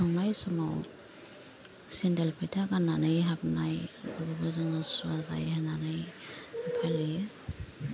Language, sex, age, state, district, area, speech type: Bodo, female, 30-45, Assam, Kokrajhar, rural, spontaneous